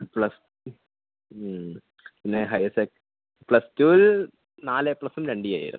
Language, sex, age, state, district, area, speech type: Malayalam, male, 18-30, Kerala, Palakkad, urban, conversation